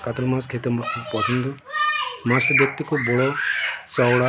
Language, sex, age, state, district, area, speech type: Bengali, male, 60+, West Bengal, Birbhum, urban, spontaneous